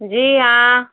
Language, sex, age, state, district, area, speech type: Hindi, female, 45-60, Uttar Pradesh, Mau, urban, conversation